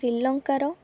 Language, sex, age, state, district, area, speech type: Odia, female, 18-30, Odisha, Kendrapara, urban, spontaneous